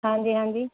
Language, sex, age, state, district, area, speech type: Punjabi, female, 30-45, Punjab, Muktsar, urban, conversation